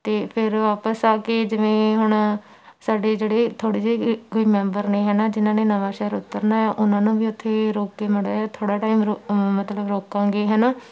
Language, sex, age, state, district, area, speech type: Punjabi, female, 18-30, Punjab, Shaheed Bhagat Singh Nagar, rural, spontaneous